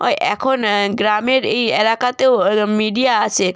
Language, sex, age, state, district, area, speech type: Bengali, female, 18-30, West Bengal, North 24 Parganas, rural, spontaneous